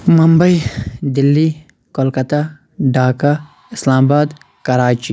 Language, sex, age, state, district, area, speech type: Kashmiri, male, 30-45, Jammu and Kashmir, Shopian, rural, spontaneous